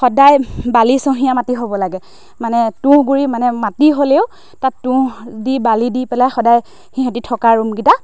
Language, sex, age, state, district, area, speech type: Assamese, female, 30-45, Assam, Majuli, urban, spontaneous